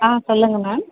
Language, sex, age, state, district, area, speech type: Tamil, female, 18-30, Tamil Nadu, Tirupattur, rural, conversation